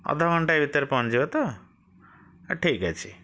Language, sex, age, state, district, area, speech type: Odia, male, 30-45, Odisha, Kalahandi, rural, spontaneous